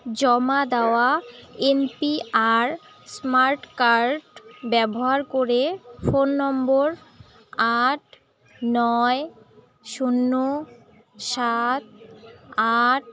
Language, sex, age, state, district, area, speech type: Bengali, female, 18-30, West Bengal, Jalpaiguri, rural, read